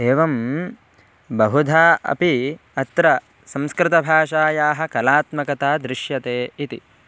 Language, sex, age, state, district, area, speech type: Sanskrit, male, 18-30, Karnataka, Bangalore Rural, rural, spontaneous